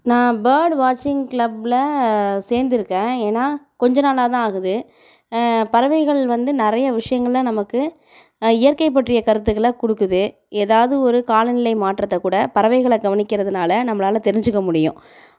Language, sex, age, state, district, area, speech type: Tamil, female, 30-45, Tamil Nadu, Tiruvarur, rural, spontaneous